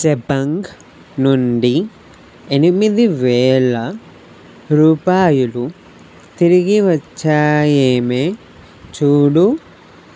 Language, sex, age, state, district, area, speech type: Telugu, male, 18-30, Telangana, Nalgonda, urban, read